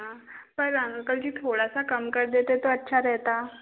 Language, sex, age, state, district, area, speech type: Hindi, female, 18-30, Madhya Pradesh, Betul, rural, conversation